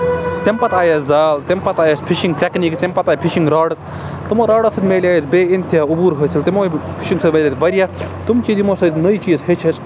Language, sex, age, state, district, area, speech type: Kashmiri, male, 45-60, Jammu and Kashmir, Baramulla, rural, spontaneous